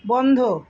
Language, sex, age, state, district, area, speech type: Bengali, female, 60+, West Bengal, Purba Bardhaman, urban, read